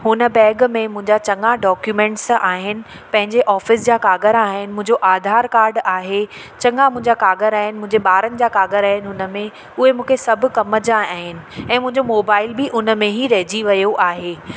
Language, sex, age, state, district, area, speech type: Sindhi, female, 30-45, Madhya Pradesh, Katni, urban, spontaneous